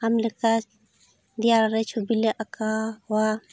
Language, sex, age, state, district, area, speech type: Santali, female, 30-45, West Bengal, Purba Bardhaman, rural, spontaneous